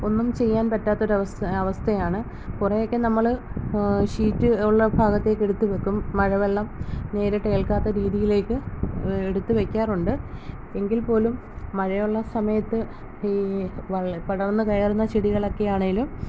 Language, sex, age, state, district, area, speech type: Malayalam, female, 30-45, Kerala, Alappuzha, rural, spontaneous